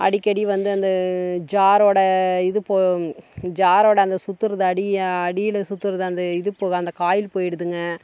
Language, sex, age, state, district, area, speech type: Tamil, female, 30-45, Tamil Nadu, Dharmapuri, rural, spontaneous